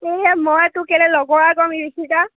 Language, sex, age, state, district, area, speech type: Assamese, female, 18-30, Assam, Jorhat, urban, conversation